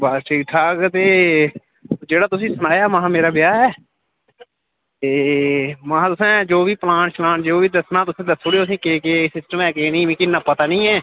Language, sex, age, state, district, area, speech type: Dogri, male, 18-30, Jammu and Kashmir, Udhampur, urban, conversation